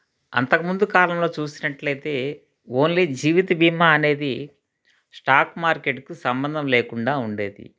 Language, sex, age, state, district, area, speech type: Telugu, male, 30-45, Andhra Pradesh, Krishna, urban, spontaneous